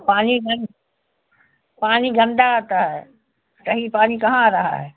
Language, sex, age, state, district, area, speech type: Urdu, female, 60+, Bihar, Khagaria, rural, conversation